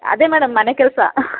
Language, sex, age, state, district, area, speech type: Kannada, female, 30-45, Karnataka, Chamarajanagar, rural, conversation